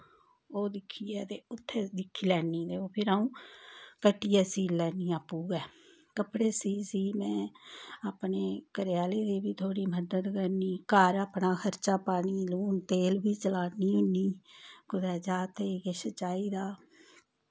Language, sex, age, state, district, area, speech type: Dogri, female, 30-45, Jammu and Kashmir, Samba, rural, spontaneous